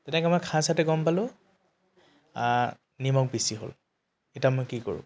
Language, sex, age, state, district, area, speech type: Assamese, male, 18-30, Assam, Tinsukia, urban, spontaneous